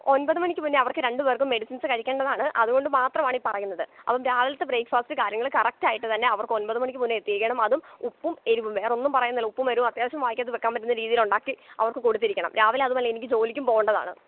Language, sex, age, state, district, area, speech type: Malayalam, male, 18-30, Kerala, Alappuzha, rural, conversation